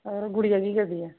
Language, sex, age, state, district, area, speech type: Punjabi, female, 30-45, Punjab, Pathankot, rural, conversation